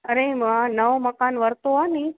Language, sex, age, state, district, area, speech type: Sindhi, female, 30-45, Gujarat, Junagadh, urban, conversation